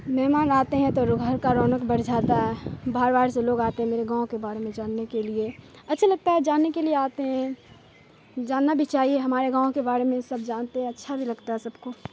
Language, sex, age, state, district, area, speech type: Urdu, female, 18-30, Bihar, Khagaria, rural, spontaneous